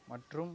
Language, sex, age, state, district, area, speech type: Tamil, male, 18-30, Tamil Nadu, Kallakurichi, rural, spontaneous